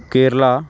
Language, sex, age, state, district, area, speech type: Punjabi, male, 18-30, Punjab, Shaheed Bhagat Singh Nagar, urban, spontaneous